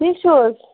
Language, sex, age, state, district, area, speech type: Kashmiri, female, 30-45, Jammu and Kashmir, Bandipora, rural, conversation